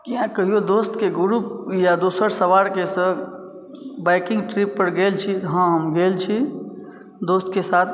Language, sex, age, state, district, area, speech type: Maithili, male, 30-45, Bihar, Supaul, rural, spontaneous